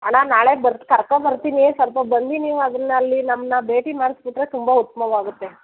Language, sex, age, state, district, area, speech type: Kannada, female, 30-45, Karnataka, Mysore, rural, conversation